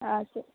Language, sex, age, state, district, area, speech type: Tamil, female, 18-30, Tamil Nadu, Thoothukudi, rural, conversation